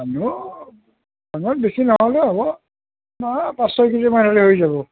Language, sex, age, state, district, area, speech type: Assamese, male, 60+, Assam, Nalbari, rural, conversation